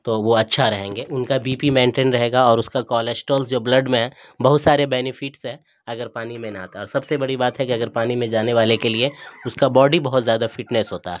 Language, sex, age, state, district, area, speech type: Urdu, male, 60+, Bihar, Darbhanga, rural, spontaneous